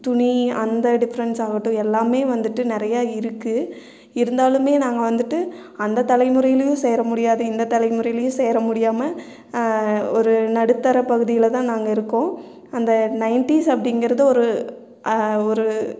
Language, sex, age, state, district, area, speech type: Tamil, female, 30-45, Tamil Nadu, Erode, rural, spontaneous